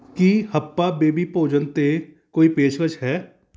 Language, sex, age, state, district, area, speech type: Punjabi, male, 45-60, Punjab, Kapurthala, urban, read